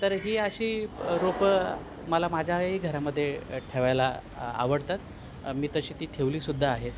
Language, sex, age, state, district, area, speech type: Marathi, male, 45-60, Maharashtra, Thane, rural, spontaneous